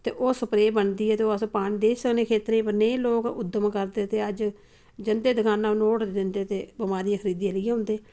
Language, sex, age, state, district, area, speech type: Dogri, female, 30-45, Jammu and Kashmir, Samba, rural, spontaneous